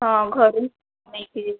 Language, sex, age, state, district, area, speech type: Odia, female, 18-30, Odisha, Sundergarh, urban, conversation